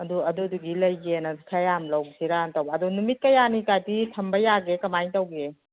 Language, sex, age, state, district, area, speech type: Manipuri, female, 45-60, Manipur, Kangpokpi, urban, conversation